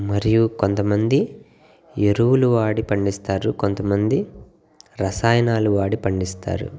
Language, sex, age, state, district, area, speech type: Telugu, male, 30-45, Andhra Pradesh, Guntur, rural, spontaneous